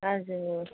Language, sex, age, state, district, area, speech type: Nepali, female, 30-45, West Bengal, Kalimpong, rural, conversation